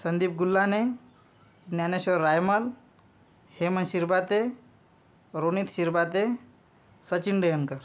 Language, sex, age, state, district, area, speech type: Marathi, male, 30-45, Maharashtra, Yavatmal, rural, spontaneous